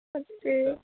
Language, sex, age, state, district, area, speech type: Kannada, female, 30-45, Karnataka, Bangalore Urban, rural, conversation